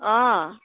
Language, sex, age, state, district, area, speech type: Assamese, female, 30-45, Assam, Biswanath, rural, conversation